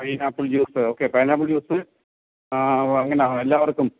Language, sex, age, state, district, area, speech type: Malayalam, male, 45-60, Kerala, Alappuzha, rural, conversation